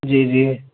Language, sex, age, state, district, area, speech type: Urdu, male, 18-30, Delhi, Central Delhi, urban, conversation